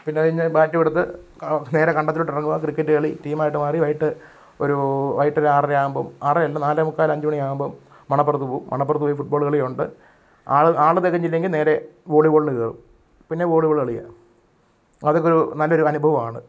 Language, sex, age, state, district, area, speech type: Malayalam, male, 30-45, Kerala, Pathanamthitta, rural, spontaneous